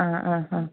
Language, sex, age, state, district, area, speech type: Malayalam, female, 18-30, Kerala, Kollam, rural, conversation